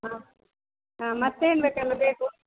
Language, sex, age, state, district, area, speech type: Kannada, female, 60+, Karnataka, Dakshina Kannada, rural, conversation